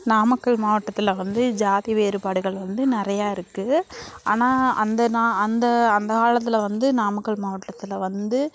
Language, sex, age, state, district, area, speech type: Tamil, female, 18-30, Tamil Nadu, Namakkal, rural, spontaneous